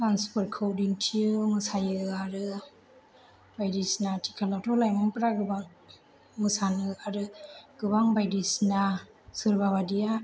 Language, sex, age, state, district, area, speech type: Bodo, female, 18-30, Assam, Chirang, rural, spontaneous